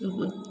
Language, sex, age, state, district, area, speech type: Maithili, female, 45-60, Bihar, Araria, rural, spontaneous